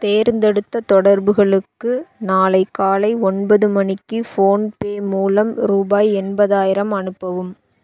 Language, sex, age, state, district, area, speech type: Tamil, female, 18-30, Tamil Nadu, Thoothukudi, urban, read